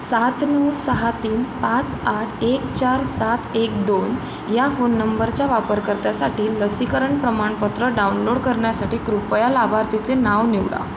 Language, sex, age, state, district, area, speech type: Marathi, female, 18-30, Maharashtra, Sindhudurg, rural, read